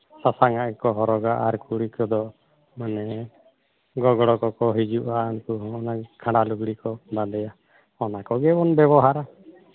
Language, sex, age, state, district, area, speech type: Santali, male, 60+, Jharkhand, Seraikela Kharsawan, rural, conversation